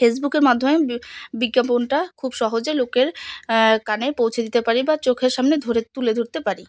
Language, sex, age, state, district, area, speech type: Bengali, female, 45-60, West Bengal, Alipurduar, rural, spontaneous